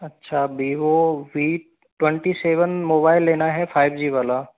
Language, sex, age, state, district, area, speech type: Hindi, male, 45-60, Rajasthan, Karauli, rural, conversation